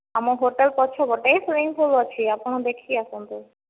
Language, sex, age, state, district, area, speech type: Odia, female, 30-45, Odisha, Jajpur, rural, conversation